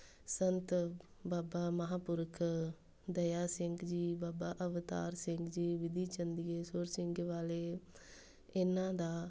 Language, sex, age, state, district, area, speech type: Punjabi, female, 18-30, Punjab, Tarn Taran, rural, spontaneous